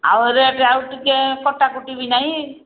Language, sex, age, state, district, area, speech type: Odia, female, 60+, Odisha, Angul, rural, conversation